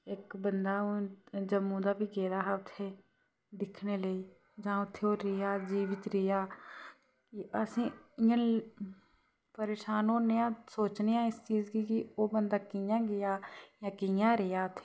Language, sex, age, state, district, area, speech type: Dogri, female, 30-45, Jammu and Kashmir, Reasi, rural, spontaneous